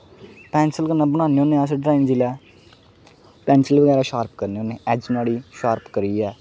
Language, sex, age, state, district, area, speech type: Dogri, male, 18-30, Jammu and Kashmir, Kathua, rural, spontaneous